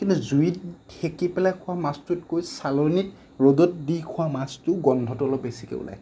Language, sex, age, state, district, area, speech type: Assamese, male, 60+, Assam, Nagaon, rural, spontaneous